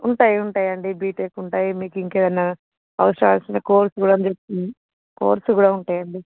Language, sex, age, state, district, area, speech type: Telugu, female, 45-60, Andhra Pradesh, Visakhapatnam, urban, conversation